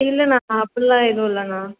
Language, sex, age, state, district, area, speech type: Tamil, female, 18-30, Tamil Nadu, Madurai, urban, conversation